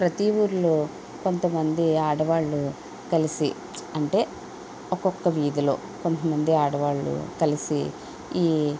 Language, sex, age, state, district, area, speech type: Telugu, female, 45-60, Andhra Pradesh, Konaseema, rural, spontaneous